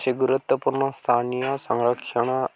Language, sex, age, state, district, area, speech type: Odia, male, 18-30, Odisha, Koraput, urban, spontaneous